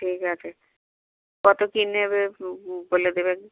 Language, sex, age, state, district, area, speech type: Bengali, female, 60+, West Bengal, Dakshin Dinajpur, rural, conversation